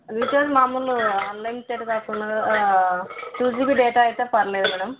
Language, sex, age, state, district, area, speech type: Telugu, female, 18-30, Andhra Pradesh, Kurnool, rural, conversation